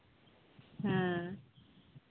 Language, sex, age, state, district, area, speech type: Santali, female, 18-30, West Bengal, Malda, rural, conversation